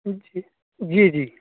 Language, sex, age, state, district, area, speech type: Urdu, male, 18-30, Uttar Pradesh, Muzaffarnagar, urban, conversation